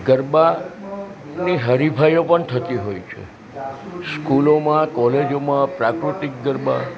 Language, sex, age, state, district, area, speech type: Gujarati, male, 60+, Gujarat, Narmada, urban, spontaneous